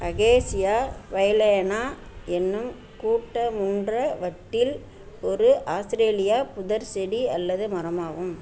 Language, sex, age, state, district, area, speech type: Tamil, female, 60+, Tamil Nadu, Perambalur, urban, read